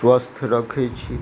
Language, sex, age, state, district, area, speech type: Maithili, male, 60+, Bihar, Purnia, urban, spontaneous